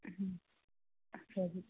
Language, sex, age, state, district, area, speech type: Kannada, female, 30-45, Karnataka, Shimoga, rural, conversation